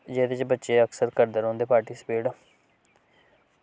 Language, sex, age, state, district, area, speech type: Dogri, male, 18-30, Jammu and Kashmir, Samba, rural, spontaneous